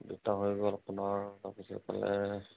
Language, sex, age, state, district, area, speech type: Assamese, male, 60+, Assam, Tinsukia, rural, conversation